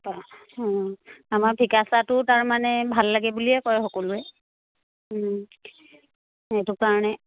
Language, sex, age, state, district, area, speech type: Assamese, female, 30-45, Assam, Charaideo, rural, conversation